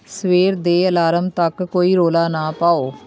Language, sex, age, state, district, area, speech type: Punjabi, female, 30-45, Punjab, Amritsar, urban, read